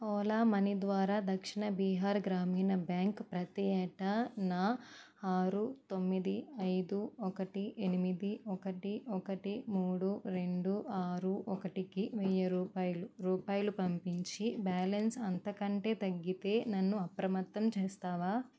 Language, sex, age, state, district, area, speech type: Telugu, female, 18-30, Andhra Pradesh, East Godavari, rural, read